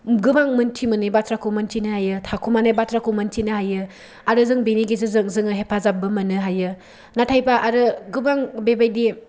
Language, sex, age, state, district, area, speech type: Bodo, female, 18-30, Assam, Kokrajhar, rural, spontaneous